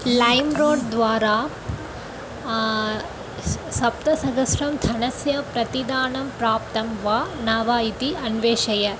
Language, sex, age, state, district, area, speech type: Sanskrit, female, 18-30, Tamil Nadu, Dharmapuri, rural, read